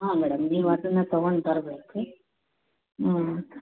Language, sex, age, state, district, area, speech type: Kannada, female, 30-45, Karnataka, Chitradurga, rural, conversation